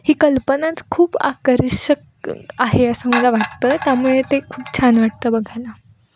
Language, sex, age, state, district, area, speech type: Marathi, female, 18-30, Maharashtra, Kolhapur, urban, spontaneous